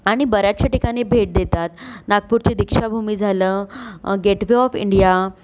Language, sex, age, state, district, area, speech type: Marathi, female, 30-45, Maharashtra, Nagpur, urban, spontaneous